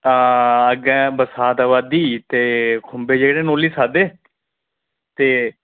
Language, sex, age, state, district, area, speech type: Dogri, male, 30-45, Jammu and Kashmir, Udhampur, rural, conversation